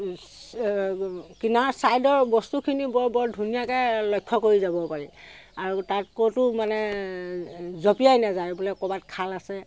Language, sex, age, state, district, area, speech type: Assamese, female, 60+, Assam, Sivasagar, rural, spontaneous